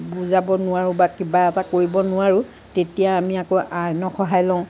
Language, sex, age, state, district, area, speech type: Assamese, female, 60+, Assam, Lakhimpur, rural, spontaneous